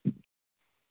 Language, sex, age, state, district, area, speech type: Assamese, male, 18-30, Assam, Barpeta, rural, conversation